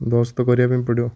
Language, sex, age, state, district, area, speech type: Odia, male, 18-30, Odisha, Puri, urban, spontaneous